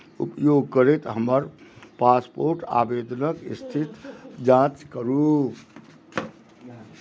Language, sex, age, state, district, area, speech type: Maithili, male, 60+, Bihar, Madhubani, rural, read